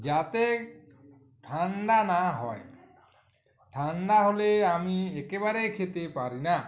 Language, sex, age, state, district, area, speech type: Bengali, male, 45-60, West Bengal, Uttar Dinajpur, rural, spontaneous